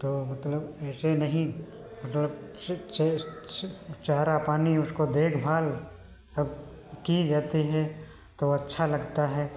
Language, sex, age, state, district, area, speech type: Hindi, male, 45-60, Uttar Pradesh, Hardoi, rural, spontaneous